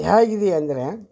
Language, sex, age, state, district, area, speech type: Kannada, male, 60+, Karnataka, Vijayanagara, rural, spontaneous